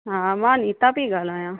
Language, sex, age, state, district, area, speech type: Sindhi, female, 30-45, Rajasthan, Ajmer, urban, conversation